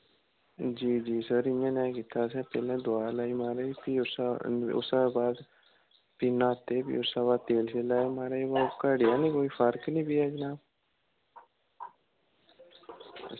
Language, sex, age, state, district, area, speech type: Dogri, male, 18-30, Jammu and Kashmir, Udhampur, rural, conversation